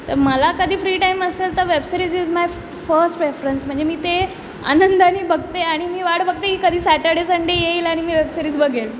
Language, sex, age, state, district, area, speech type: Marathi, female, 30-45, Maharashtra, Mumbai Suburban, urban, spontaneous